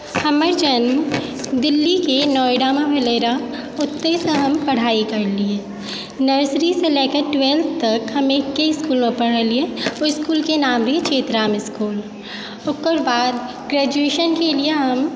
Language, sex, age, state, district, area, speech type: Maithili, female, 30-45, Bihar, Supaul, rural, spontaneous